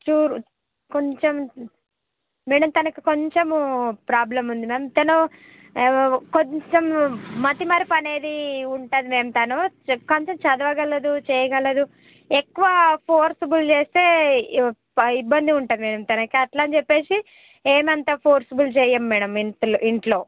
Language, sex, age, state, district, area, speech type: Telugu, female, 30-45, Telangana, Ranga Reddy, rural, conversation